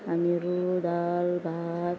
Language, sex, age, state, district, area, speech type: Nepali, female, 30-45, West Bengal, Alipurduar, urban, spontaneous